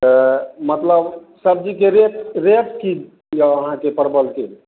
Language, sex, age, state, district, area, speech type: Maithili, male, 60+, Bihar, Madhepura, urban, conversation